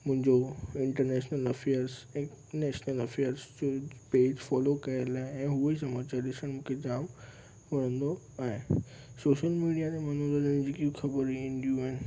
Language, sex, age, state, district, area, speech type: Sindhi, male, 18-30, Gujarat, Kutch, rural, spontaneous